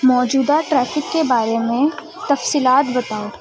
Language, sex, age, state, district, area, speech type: Urdu, female, 18-30, Delhi, East Delhi, rural, read